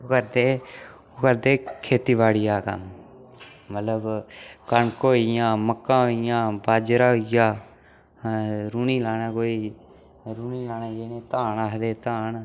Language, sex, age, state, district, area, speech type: Dogri, male, 18-30, Jammu and Kashmir, Udhampur, rural, spontaneous